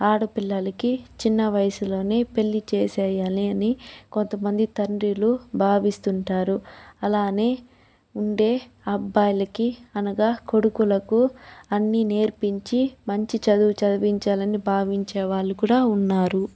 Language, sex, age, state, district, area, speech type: Telugu, female, 30-45, Andhra Pradesh, Chittoor, urban, spontaneous